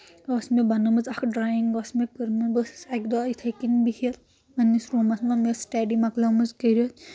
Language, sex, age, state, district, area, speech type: Kashmiri, female, 18-30, Jammu and Kashmir, Anantnag, rural, spontaneous